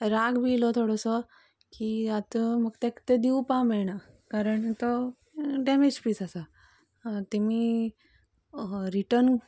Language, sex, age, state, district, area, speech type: Goan Konkani, female, 30-45, Goa, Canacona, rural, spontaneous